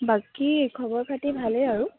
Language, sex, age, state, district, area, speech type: Assamese, female, 18-30, Assam, Dibrugarh, rural, conversation